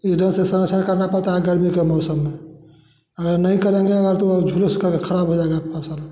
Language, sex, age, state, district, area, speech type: Hindi, male, 60+, Bihar, Samastipur, rural, spontaneous